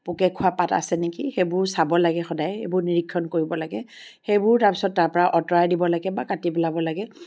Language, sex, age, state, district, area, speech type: Assamese, female, 45-60, Assam, Charaideo, urban, spontaneous